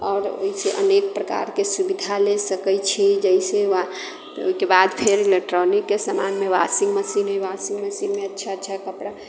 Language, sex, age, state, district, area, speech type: Maithili, female, 45-60, Bihar, Sitamarhi, rural, spontaneous